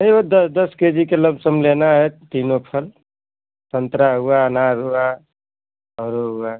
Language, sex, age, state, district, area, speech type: Hindi, male, 30-45, Uttar Pradesh, Ghazipur, urban, conversation